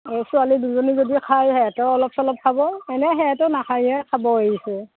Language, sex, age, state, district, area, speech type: Assamese, female, 60+, Assam, Darrang, rural, conversation